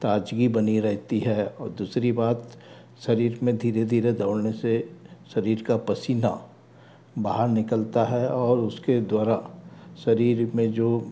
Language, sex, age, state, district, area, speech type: Hindi, male, 60+, Madhya Pradesh, Balaghat, rural, spontaneous